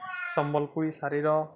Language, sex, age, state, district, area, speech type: Odia, male, 18-30, Odisha, Balangir, urban, spontaneous